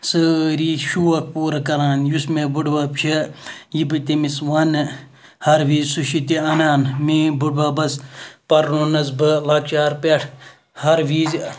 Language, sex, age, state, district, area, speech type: Kashmiri, male, 18-30, Jammu and Kashmir, Ganderbal, rural, spontaneous